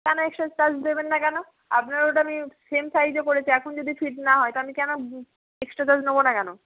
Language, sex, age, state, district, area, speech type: Bengali, female, 18-30, West Bengal, Purba Medinipur, rural, conversation